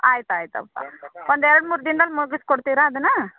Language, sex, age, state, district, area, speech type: Kannada, female, 30-45, Karnataka, Koppal, rural, conversation